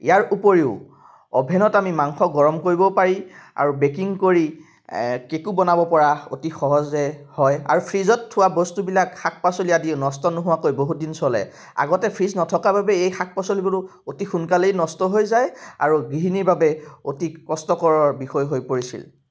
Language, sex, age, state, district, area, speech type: Assamese, male, 30-45, Assam, Jorhat, urban, spontaneous